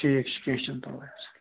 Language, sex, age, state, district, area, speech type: Kashmiri, male, 45-60, Jammu and Kashmir, Kupwara, urban, conversation